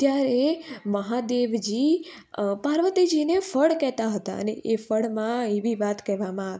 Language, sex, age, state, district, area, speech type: Gujarati, female, 18-30, Gujarat, Surat, urban, spontaneous